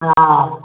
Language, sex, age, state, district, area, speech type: Sindhi, female, 30-45, Gujarat, Junagadh, rural, conversation